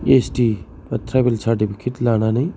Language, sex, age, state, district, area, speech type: Bodo, male, 30-45, Assam, Kokrajhar, rural, spontaneous